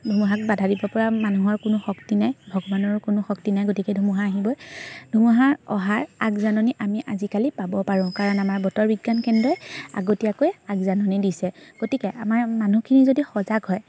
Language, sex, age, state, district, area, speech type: Assamese, female, 18-30, Assam, Majuli, urban, spontaneous